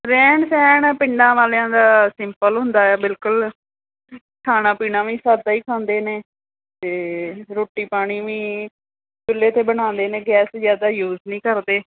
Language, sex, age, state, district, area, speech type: Punjabi, female, 45-60, Punjab, Gurdaspur, urban, conversation